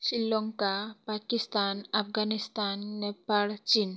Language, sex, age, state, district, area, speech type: Odia, female, 18-30, Odisha, Kalahandi, rural, spontaneous